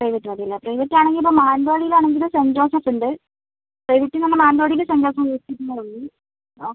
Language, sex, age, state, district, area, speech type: Malayalam, female, 45-60, Kerala, Wayanad, rural, conversation